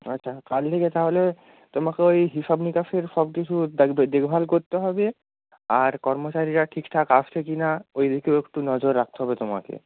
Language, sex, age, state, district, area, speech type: Bengali, male, 18-30, West Bengal, Bankura, rural, conversation